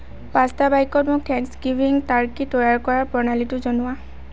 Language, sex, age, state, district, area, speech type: Assamese, female, 18-30, Assam, Lakhimpur, rural, read